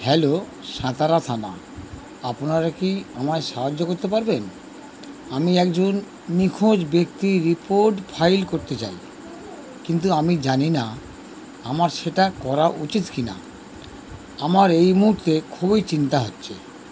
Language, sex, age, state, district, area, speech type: Bengali, male, 45-60, West Bengal, North 24 Parganas, urban, read